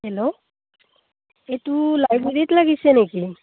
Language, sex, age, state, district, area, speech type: Assamese, female, 30-45, Assam, Udalguri, rural, conversation